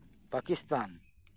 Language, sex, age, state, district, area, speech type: Santali, male, 45-60, West Bengal, Birbhum, rural, spontaneous